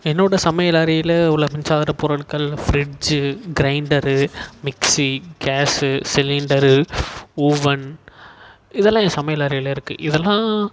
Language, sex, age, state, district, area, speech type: Tamil, male, 18-30, Tamil Nadu, Tiruvannamalai, urban, spontaneous